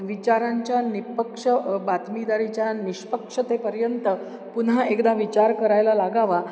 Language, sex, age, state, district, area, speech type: Marathi, female, 60+, Maharashtra, Ahmednagar, urban, spontaneous